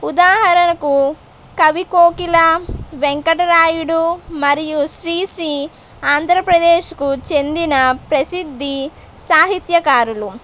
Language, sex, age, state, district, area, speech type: Telugu, female, 18-30, Andhra Pradesh, Konaseema, urban, spontaneous